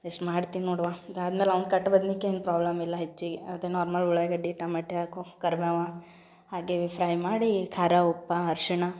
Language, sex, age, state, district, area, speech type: Kannada, female, 18-30, Karnataka, Gulbarga, urban, spontaneous